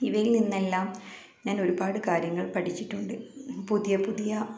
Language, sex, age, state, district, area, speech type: Malayalam, female, 18-30, Kerala, Malappuram, rural, spontaneous